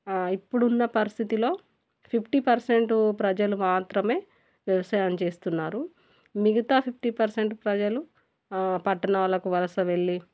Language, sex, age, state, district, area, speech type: Telugu, female, 30-45, Telangana, Warangal, rural, spontaneous